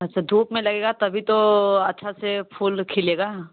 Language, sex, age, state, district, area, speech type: Hindi, female, 18-30, Uttar Pradesh, Jaunpur, rural, conversation